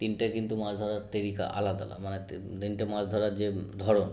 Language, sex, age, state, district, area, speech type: Bengali, male, 30-45, West Bengal, Howrah, urban, spontaneous